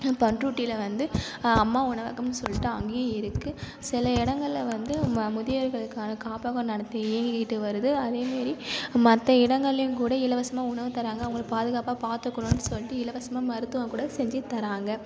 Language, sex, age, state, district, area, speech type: Tamil, female, 30-45, Tamil Nadu, Cuddalore, rural, spontaneous